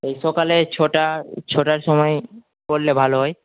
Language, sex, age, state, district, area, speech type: Bengali, male, 18-30, West Bengal, Malda, urban, conversation